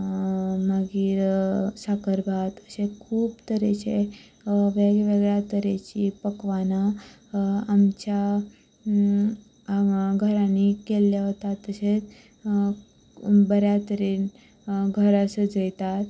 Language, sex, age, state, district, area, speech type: Goan Konkani, female, 18-30, Goa, Canacona, rural, spontaneous